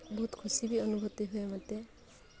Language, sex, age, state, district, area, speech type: Odia, female, 18-30, Odisha, Mayurbhanj, rural, spontaneous